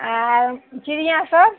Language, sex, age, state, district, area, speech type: Hindi, female, 60+, Bihar, Samastipur, urban, conversation